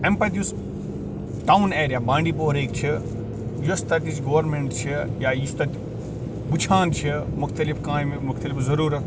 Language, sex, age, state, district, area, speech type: Kashmiri, male, 45-60, Jammu and Kashmir, Bandipora, rural, spontaneous